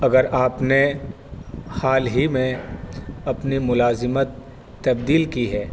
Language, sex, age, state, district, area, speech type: Urdu, male, 30-45, Delhi, North East Delhi, urban, spontaneous